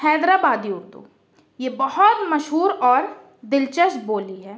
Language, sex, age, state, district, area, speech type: Urdu, female, 18-30, Uttar Pradesh, Balrampur, rural, spontaneous